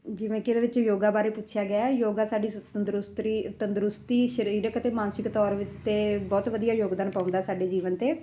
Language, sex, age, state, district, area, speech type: Punjabi, female, 30-45, Punjab, Muktsar, urban, spontaneous